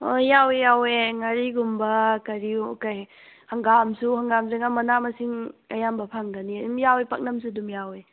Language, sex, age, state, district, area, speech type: Manipuri, female, 18-30, Manipur, Kakching, rural, conversation